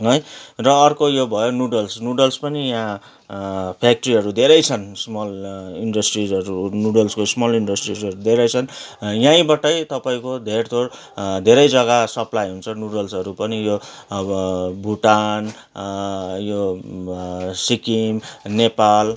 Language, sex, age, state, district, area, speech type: Nepali, male, 45-60, West Bengal, Kalimpong, rural, spontaneous